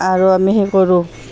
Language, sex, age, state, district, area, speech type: Assamese, female, 45-60, Assam, Barpeta, rural, spontaneous